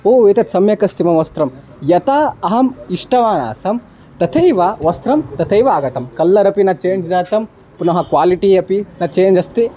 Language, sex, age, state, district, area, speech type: Sanskrit, male, 18-30, Karnataka, Chitradurga, rural, spontaneous